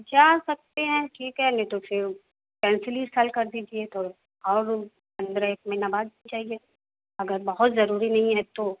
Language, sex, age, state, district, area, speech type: Urdu, female, 30-45, Uttar Pradesh, Mau, urban, conversation